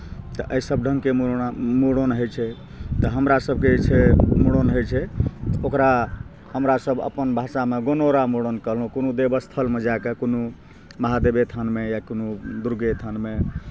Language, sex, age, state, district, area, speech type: Maithili, male, 45-60, Bihar, Araria, urban, spontaneous